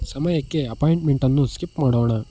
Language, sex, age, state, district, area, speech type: Kannada, male, 18-30, Karnataka, Chitradurga, rural, read